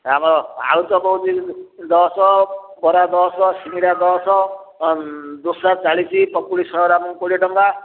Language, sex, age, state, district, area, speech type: Odia, male, 60+, Odisha, Gajapati, rural, conversation